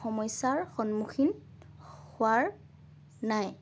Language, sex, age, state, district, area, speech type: Assamese, female, 18-30, Assam, Lakhimpur, rural, spontaneous